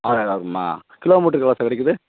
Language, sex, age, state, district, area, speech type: Tamil, male, 30-45, Tamil Nadu, Theni, rural, conversation